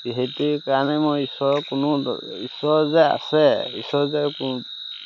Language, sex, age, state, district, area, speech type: Assamese, male, 30-45, Assam, Majuli, urban, spontaneous